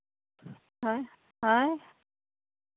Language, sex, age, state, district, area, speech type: Santali, female, 30-45, Jharkhand, Seraikela Kharsawan, rural, conversation